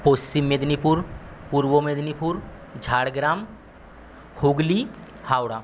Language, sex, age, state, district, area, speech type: Bengali, male, 45-60, West Bengal, Paschim Medinipur, rural, spontaneous